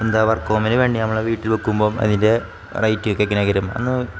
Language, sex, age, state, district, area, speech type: Malayalam, male, 18-30, Kerala, Malappuram, rural, spontaneous